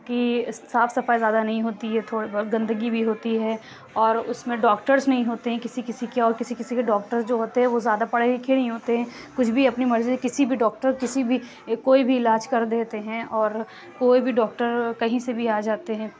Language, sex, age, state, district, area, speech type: Urdu, female, 18-30, Uttar Pradesh, Lucknow, rural, spontaneous